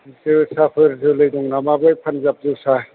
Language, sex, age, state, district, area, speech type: Bodo, male, 45-60, Assam, Chirang, urban, conversation